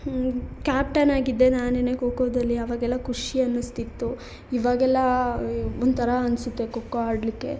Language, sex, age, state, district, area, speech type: Kannada, female, 30-45, Karnataka, Hassan, urban, spontaneous